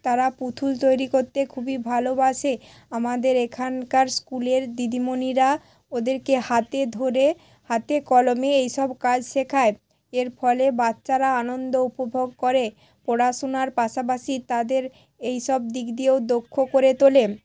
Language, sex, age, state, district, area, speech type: Bengali, female, 18-30, West Bengal, Hooghly, urban, spontaneous